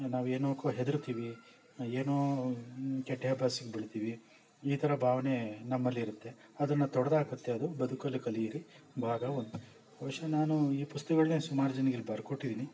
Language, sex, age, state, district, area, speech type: Kannada, male, 60+, Karnataka, Bangalore Urban, rural, spontaneous